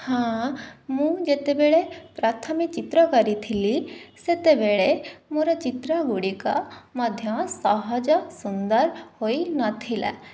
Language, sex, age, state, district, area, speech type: Odia, female, 30-45, Odisha, Jajpur, rural, spontaneous